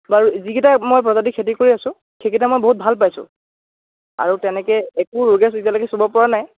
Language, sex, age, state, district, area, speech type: Assamese, male, 18-30, Assam, Dhemaji, rural, conversation